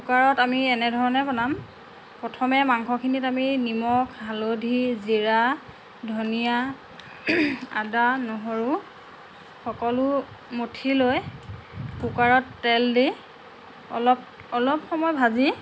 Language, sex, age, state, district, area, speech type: Assamese, female, 45-60, Assam, Lakhimpur, rural, spontaneous